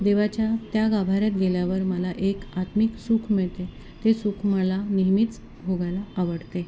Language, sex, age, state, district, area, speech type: Marathi, female, 45-60, Maharashtra, Thane, rural, spontaneous